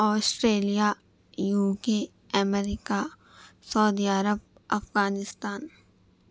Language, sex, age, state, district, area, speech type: Urdu, female, 18-30, Telangana, Hyderabad, urban, spontaneous